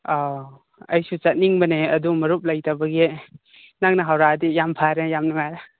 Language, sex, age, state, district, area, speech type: Manipuri, male, 30-45, Manipur, Chandel, rural, conversation